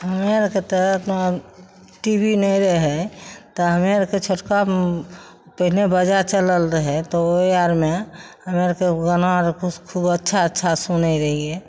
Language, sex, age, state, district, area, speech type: Maithili, female, 60+, Bihar, Begusarai, urban, spontaneous